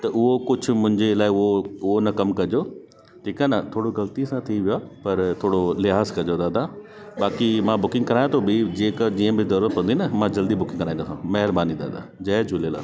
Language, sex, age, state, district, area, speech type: Sindhi, male, 30-45, Delhi, South Delhi, urban, spontaneous